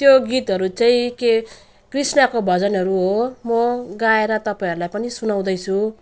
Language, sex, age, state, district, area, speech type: Nepali, female, 45-60, West Bengal, Jalpaiguri, rural, spontaneous